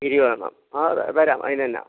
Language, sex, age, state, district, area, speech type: Malayalam, male, 45-60, Kerala, Kottayam, rural, conversation